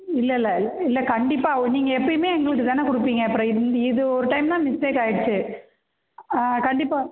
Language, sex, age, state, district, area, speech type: Tamil, female, 45-60, Tamil Nadu, Cuddalore, rural, conversation